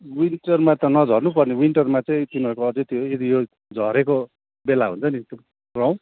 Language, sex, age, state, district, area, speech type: Nepali, male, 30-45, West Bengal, Kalimpong, rural, conversation